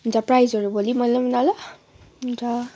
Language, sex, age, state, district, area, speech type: Nepali, female, 18-30, West Bengal, Kalimpong, rural, spontaneous